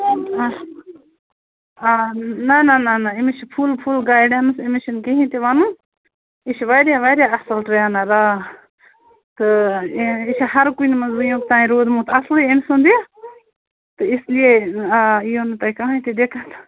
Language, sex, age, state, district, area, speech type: Kashmiri, female, 18-30, Jammu and Kashmir, Bandipora, rural, conversation